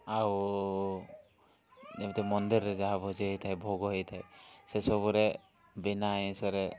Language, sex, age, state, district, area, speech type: Odia, male, 18-30, Odisha, Koraput, urban, spontaneous